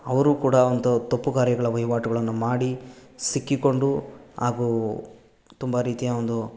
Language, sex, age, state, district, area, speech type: Kannada, male, 18-30, Karnataka, Bangalore Rural, rural, spontaneous